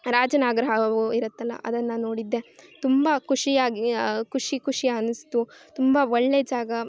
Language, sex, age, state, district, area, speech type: Kannada, female, 18-30, Karnataka, Uttara Kannada, rural, spontaneous